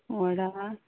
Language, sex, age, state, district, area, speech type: Goan Konkani, female, 18-30, Goa, Ponda, rural, conversation